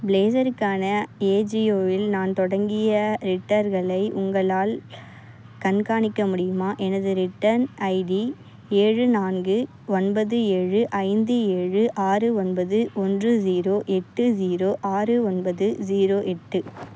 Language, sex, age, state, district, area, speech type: Tamil, female, 18-30, Tamil Nadu, Vellore, urban, read